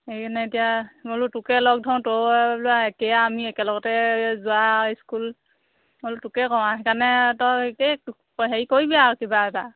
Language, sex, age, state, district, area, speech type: Assamese, female, 30-45, Assam, Golaghat, rural, conversation